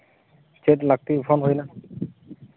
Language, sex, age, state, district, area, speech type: Santali, male, 30-45, Jharkhand, Seraikela Kharsawan, rural, conversation